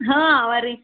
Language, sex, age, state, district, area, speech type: Kannada, female, 18-30, Karnataka, Bidar, urban, conversation